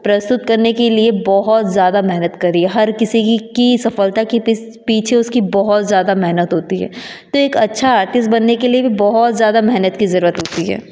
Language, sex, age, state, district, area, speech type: Hindi, female, 30-45, Madhya Pradesh, Betul, urban, spontaneous